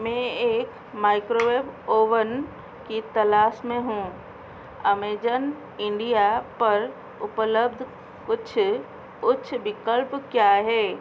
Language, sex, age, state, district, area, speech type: Hindi, female, 45-60, Madhya Pradesh, Chhindwara, rural, read